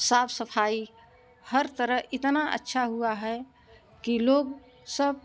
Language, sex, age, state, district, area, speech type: Hindi, female, 60+, Uttar Pradesh, Prayagraj, urban, spontaneous